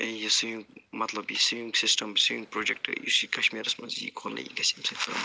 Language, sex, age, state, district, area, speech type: Kashmiri, male, 45-60, Jammu and Kashmir, Budgam, urban, spontaneous